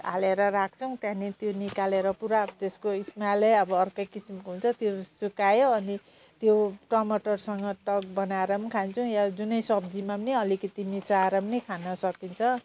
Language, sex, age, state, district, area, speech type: Nepali, female, 45-60, West Bengal, Jalpaiguri, rural, spontaneous